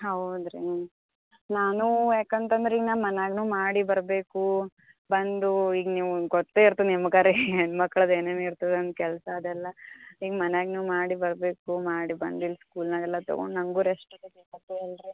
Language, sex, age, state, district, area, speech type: Kannada, female, 18-30, Karnataka, Gulbarga, urban, conversation